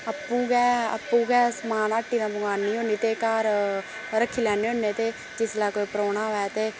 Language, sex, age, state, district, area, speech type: Dogri, female, 18-30, Jammu and Kashmir, Samba, rural, spontaneous